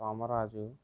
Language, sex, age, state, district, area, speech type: Telugu, male, 30-45, Andhra Pradesh, Kakinada, rural, spontaneous